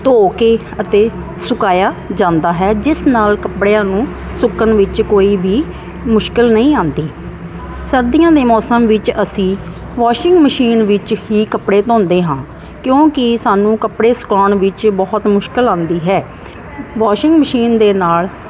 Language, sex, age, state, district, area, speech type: Punjabi, female, 45-60, Punjab, Jalandhar, rural, spontaneous